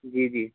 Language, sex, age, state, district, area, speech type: Urdu, male, 18-30, Uttar Pradesh, Muzaffarnagar, urban, conversation